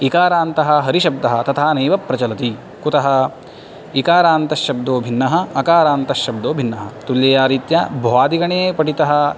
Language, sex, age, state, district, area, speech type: Sanskrit, male, 18-30, Karnataka, Uttara Kannada, urban, spontaneous